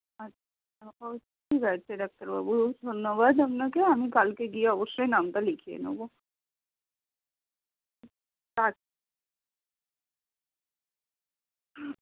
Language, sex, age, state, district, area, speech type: Bengali, female, 60+, West Bengal, Purba Bardhaman, urban, conversation